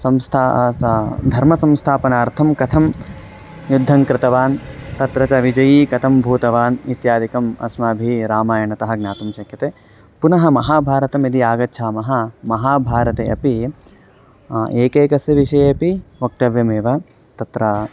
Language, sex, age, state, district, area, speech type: Sanskrit, male, 18-30, Karnataka, Mandya, rural, spontaneous